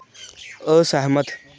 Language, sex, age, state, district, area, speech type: Dogri, male, 18-30, Jammu and Kashmir, Kathua, rural, read